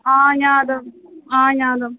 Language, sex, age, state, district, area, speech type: Sanskrit, female, 18-30, Kerala, Thrissur, rural, conversation